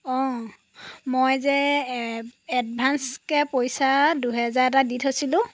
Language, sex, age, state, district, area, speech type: Assamese, female, 30-45, Assam, Jorhat, urban, spontaneous